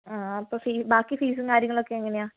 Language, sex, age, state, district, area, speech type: Malayalam, female, 18-30, Kerala, Wayanad, rural, conversation